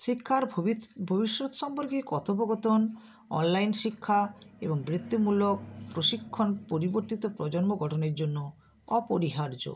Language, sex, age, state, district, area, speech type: Bengali, female, 60+, West Bengal, Nadia, rural, spontaneous